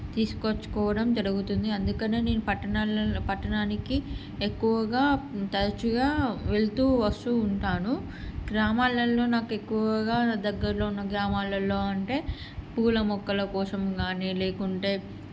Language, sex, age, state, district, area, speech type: Telugu, female, 30-45, Andhra Pradesh, Srikakulam, urban, spontaneous